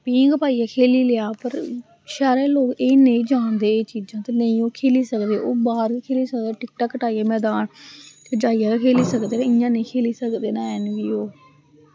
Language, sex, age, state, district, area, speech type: Dogri, female, 18-30, Jammu and Kashmir, Samba, rural, spontaneous